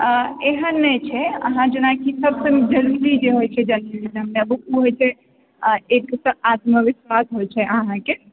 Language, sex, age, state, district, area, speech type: Maithili, female, 30-45, Bihar, Purnia, urban, conversation